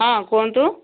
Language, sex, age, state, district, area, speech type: Odia, female, 45-60, Odisha, Gajapati, rural, conversation